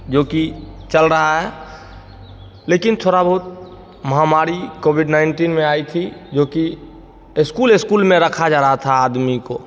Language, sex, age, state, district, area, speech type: Hindi, male, 30-45, Bihar, Begusarai, rural, spontaneous